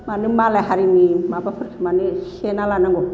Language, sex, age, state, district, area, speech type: Bodo, female, 60+, Assam, Baksa, urban, spontaneous